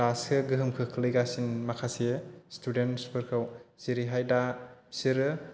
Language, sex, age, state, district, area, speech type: Bodo, male, 30-45, Assam, Chirang, urban, spontaneous